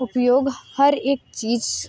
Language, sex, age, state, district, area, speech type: Hindi, female, 30-45, Uttar Pradesh, Mirzapur, rural, spontaneous